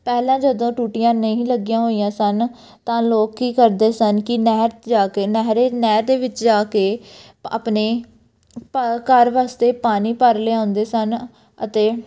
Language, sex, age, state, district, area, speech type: Punjabi, female, 18-30, Punjab, Pathankot, rural, spontaneous